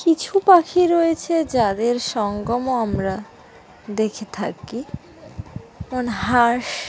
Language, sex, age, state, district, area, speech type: Bengali, female, 18-30, West Bengal, Dakshin Dinajpur, urban, spontaneous